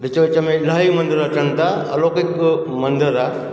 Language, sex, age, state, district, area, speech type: Sindhi, male, 45-60, Gujarat, Junagadh, urban, spontaneous